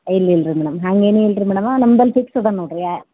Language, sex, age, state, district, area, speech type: Kannada, female, 18-30, Karnataka, Gulbarga, urban, conversation